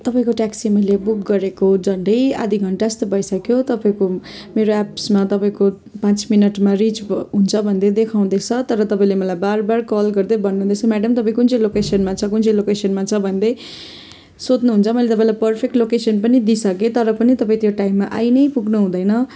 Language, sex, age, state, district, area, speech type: Nepali, female, 30-45, West Bengal, Darjeeling, rural, spontaneous